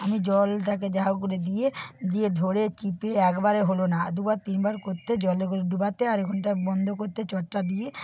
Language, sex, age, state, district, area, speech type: Bengali, female, 45-60, West Bengal, Purba Medinipur, rural, spontaneous